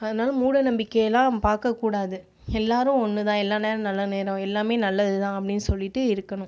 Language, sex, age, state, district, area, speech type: Tamil, female, 30-45, Tamil Nadu, Viluppuram, rural, spontaneous